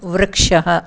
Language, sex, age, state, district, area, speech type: Sanskrit, female, 45-60, Karnataka, Dakshina Kannada, urban, read